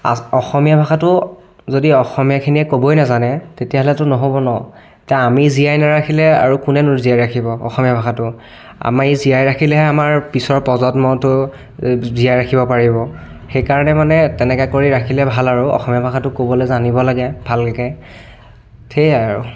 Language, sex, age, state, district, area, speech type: Assamese, male, 18-30, Assam, Biswanath, rural, spontaneous